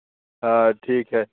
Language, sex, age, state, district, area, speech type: Hindi, male, 45-60, Bihar, Muzaffarpur, urban, conversation